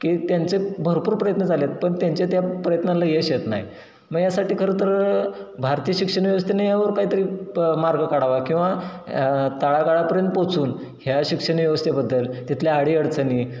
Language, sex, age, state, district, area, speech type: Marathi, male, 30-45, Maharashtra, Satara, rural, spontaneous